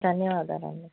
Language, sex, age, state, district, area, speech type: Telugu, female, 30-45, Andhra Pradesh, Anantapur, urban, conversation